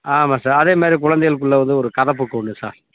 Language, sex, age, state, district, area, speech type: Tamil, male, 45-60, Tamil Nadu, Theni, rural, conversation